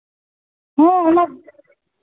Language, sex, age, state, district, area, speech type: Santali, female, 30-45, Jharkhand, East Singhbhum, rural, conversation